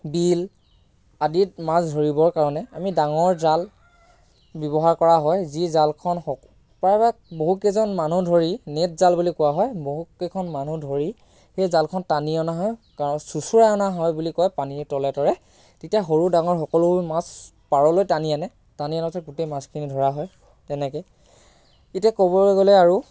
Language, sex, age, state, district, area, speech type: Assamese, male, 18-30, Assam, Lakhimpur, rural, spontaneous